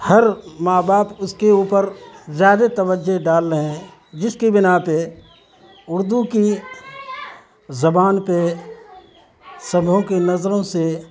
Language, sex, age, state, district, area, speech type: Urdu, male, 45-60, Bihar, Saharsa, rural, spontaneous